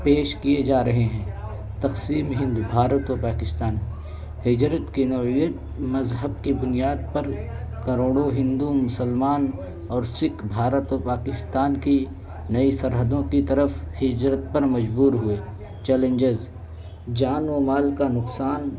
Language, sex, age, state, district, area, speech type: Urdu, male, 18-30, Uttar Pradesh, Balrampur, rural, spontaneous